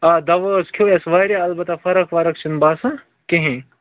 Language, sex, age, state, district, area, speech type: Kashmiri, other, 18-30, Jammu and Kashmir, Kupwara, rural, conversation